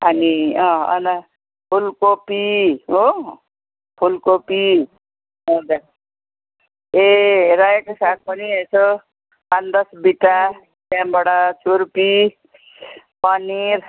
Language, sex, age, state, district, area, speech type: Nepali, female, 60+, West Bengal, Kalimpong, rural, conversation